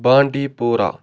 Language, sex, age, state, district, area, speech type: Kashmiri, male, 30-45, Jammu and Kashmir, Baramulla, rural, spontaneous